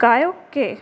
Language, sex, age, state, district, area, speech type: Bengali, female, 30-45, West Bengal, Purba Medinipur, rural, read